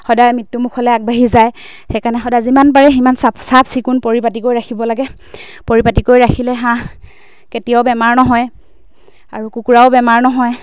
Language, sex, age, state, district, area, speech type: Assamese, female, 30-45, Assam, Majuli, urban, spontaneous